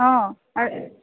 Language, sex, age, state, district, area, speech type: Assamese, female, 30-45, Assam, Goalpara, urban, conversation